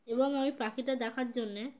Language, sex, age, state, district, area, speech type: Bengali, female, 18-30, West Bengal, Uttar Dinajpur, urban, spontaneous